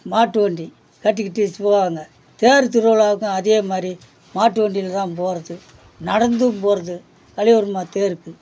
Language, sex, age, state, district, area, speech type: Tamil, male, 60+, Tamil Nadu, Perambalur, rural, spontaneous